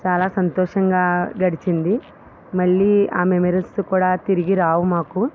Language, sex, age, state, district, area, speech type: Telugu, female, 45-60, Andhra Pradesh, East Godavari, rural, spontaneous